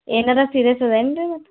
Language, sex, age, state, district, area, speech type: Kannada, female, 18-30, Karnataka, Gulbarga, urban, conversation